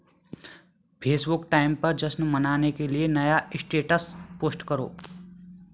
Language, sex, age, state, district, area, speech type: Hindi, male, 18-30, Rajasthan, Bharatpur, rural, read